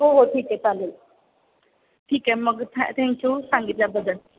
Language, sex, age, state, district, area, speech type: Marathi, female, 18-30, Maharashtra, Kolhapur, urban, conversation